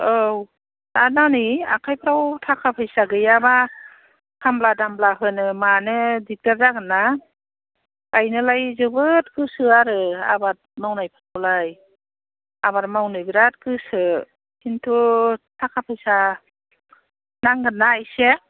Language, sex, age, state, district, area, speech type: Bodo, female, 60+, Assam, Chirang, rural, conversation